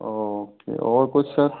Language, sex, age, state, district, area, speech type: Hindi, male, 45-60, Rajasthan, Karauli, rural, conversation